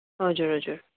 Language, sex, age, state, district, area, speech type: Nepali, female, 45-60, West Bengal, Darjeeling, rural, conversation